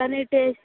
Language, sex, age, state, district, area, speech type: Telugu, female, 30-45, Andhra Pradesh, Visakhapatnam, urban, conversation